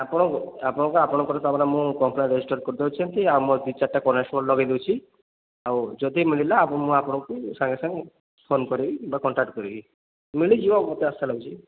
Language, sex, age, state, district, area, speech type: Odia, male, 30-45, Odisha, Sambalpur, rural, conversation